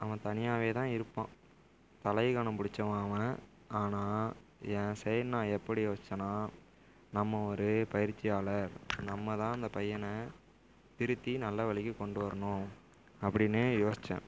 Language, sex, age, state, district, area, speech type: Tamil, male, 30-45, Tamil Nadu, Tiruvarur, rural, spontaneous